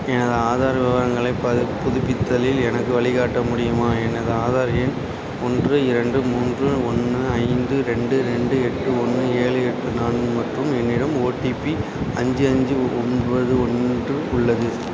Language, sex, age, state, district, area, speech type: Tamil, male, 18-30, Tamil Nadu, Perambalur, urban, read